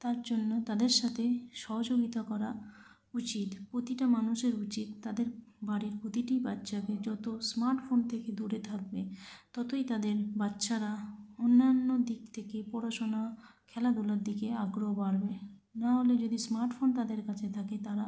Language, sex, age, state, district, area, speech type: Bengali, female, 30-45, West Bengal, North 24 Parganas, urban, spontaneous